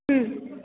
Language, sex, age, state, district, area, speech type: Marathi, female, 18-30, Maharashtra, Kolhapur, rural, conversation